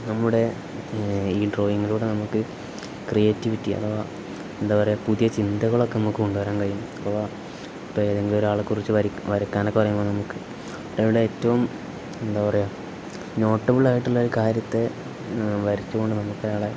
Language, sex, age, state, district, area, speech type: Malayalam, male, 18-30, Kerala, Kozhikode, rural, spontaneous